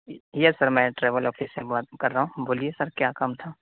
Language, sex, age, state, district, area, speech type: Urdu, male, 18-30, Uttar Pradesh, Saharanpur, urban, conversation